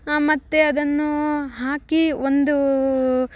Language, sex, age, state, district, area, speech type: Kannada, female, 18-30, Karnataka, Chikkamagaluru, rural, spontaneous